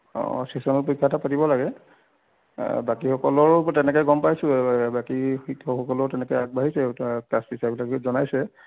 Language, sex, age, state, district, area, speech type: Assamese, male, 60+, Assam, Majuli, urban, conversation